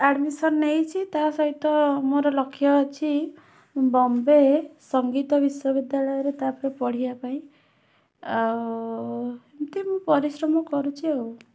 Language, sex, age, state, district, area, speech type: Odia, female, 18-30, Odisha, Bhadrak, rural, spontaneous